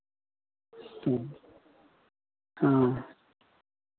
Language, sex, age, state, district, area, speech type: Maithili, male, 60+, Bihar, Madhepura, rural, conversation